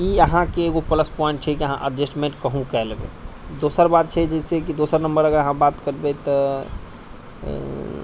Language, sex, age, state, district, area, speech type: Maithili, male, 45-60, Bihar, Purnia, rural, spontaneous